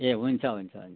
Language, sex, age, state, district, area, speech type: Nepali, male, 60+, West Bengal, Jalpaiguri, urban, conversation